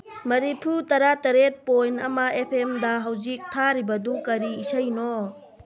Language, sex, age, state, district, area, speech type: Manipuri, female, 30-45, Manipur, Tengnoupal, rural, read